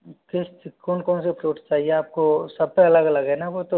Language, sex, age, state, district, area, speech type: Hindi, male, 60+, Rajasthan, Karauli, rural, conversation